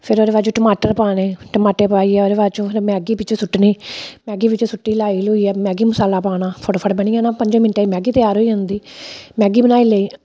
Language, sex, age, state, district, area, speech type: Dogri, female, 45-60, Jammu and Kashmir, Samba, rural, spontaneous